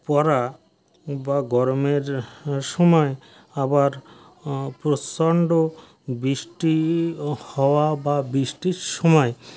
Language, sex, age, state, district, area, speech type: Bengali, male, 60+, West Bengal, North 24 Parganas, rural, spontaneous